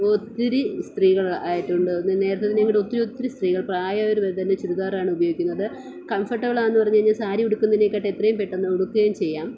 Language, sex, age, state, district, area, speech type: Malayalam, female, 30-45, Kerala, Thiruvananthapuram, rural, spontaneous